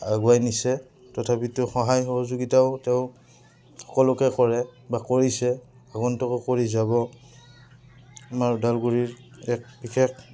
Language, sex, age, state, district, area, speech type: Assamese, male, 30-45, Assam, Udalguri, rural, spontaneous